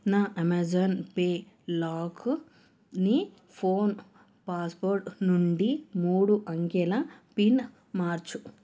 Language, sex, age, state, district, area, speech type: Telugu, female, 30-45, Telangana, Medchal, urban, read